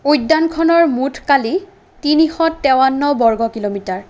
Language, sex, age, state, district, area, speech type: Assamese, female, 18-30, Assam, Kamrup Metropolitan, urban, read